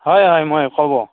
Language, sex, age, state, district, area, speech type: Assamese, male, 18-30, Assam, Barpeta, rural, conversation